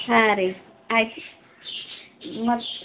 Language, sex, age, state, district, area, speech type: Kannada, female, 30-45, Karnataka, Bidar, urban, conversation